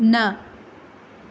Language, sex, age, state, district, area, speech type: Sindhi, female, 18-30, Madhya Pradesh, Katni, rural, read